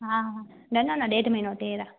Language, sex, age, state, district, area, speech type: Sindhi, female, 18-30, Gujarat, Junagadh, rural, conversation